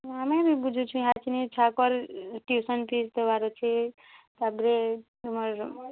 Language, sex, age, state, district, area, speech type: Odia, female, 18-30, Odisha, Bargarh, urban, conversation